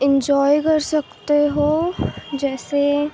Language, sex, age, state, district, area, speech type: Urdu, female, 18-30, Uttar Pradesh, Ghaziabad, rural, spontaneous